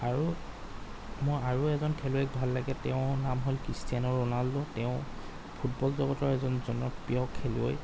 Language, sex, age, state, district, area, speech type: Assamese, male, 30-45, Assam, Golaghat, urban, spontaneous